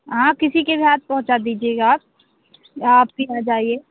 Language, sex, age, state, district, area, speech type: Hindi, female, 30-45, Madhya Pradesh, Hoshangabad, rural, conversation